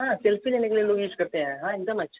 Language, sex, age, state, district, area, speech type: Hindi, male, 18-30, Uttar Pradesh, Azamgarh, rural, conversation